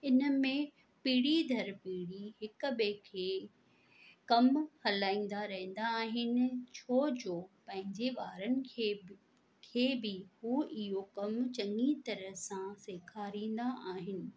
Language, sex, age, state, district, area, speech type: Sindhi, female, 45-60, Rajasthan, Ajmer, urban, spontaneous